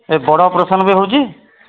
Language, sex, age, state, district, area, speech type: Odia, male, 45-60, Odisha, Sambalpur, rural, conversation